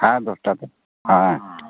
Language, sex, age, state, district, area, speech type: Santali, male, 60+, West Bengal, Bankura, rural, conversation